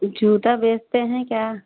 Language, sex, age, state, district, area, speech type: Hindi, female, 45-60, Uttar Pradesh, Pratapgarh, rural, conversation